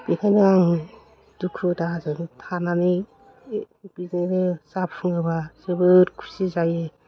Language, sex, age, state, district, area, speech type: Bodo, female, 45-60, Assam, Kokrajhar, urban, spontaneous